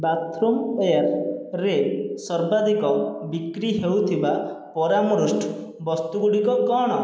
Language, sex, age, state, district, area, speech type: Odia, male, 30-45, Odisha, Khordha, rural, read